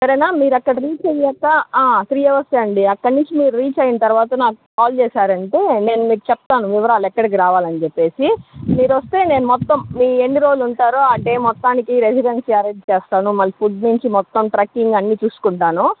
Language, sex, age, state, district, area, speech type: Telugu, female, 60+, Andhra Pradesh, Chittoor, rural, conversation